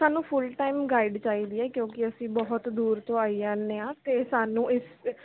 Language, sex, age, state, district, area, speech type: Punjabi, female, 18-30, Punjab, Mansa, urban, conversation